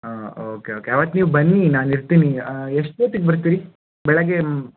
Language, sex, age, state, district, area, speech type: Kannada, male, 18-30, Karnataka, Shimoga, urban, conversation